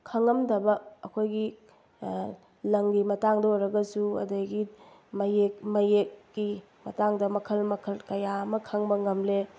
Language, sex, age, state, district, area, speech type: Manipuri, female, 30-45, Manipur, Bishnupur, rural, spontaneous